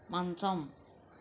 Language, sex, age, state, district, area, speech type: Telugu, female, 45-60, Andhra Pradesh, Nellore, rural, read